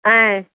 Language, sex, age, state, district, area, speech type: Telugu, female, 60+, Andhra Pradesh, Eluru, urban, conversation